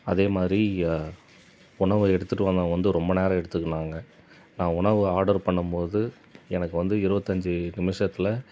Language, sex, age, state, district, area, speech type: Tamil, male, 30-45, Tamil Nadu, Tiruvannamalai, rural, spontaneous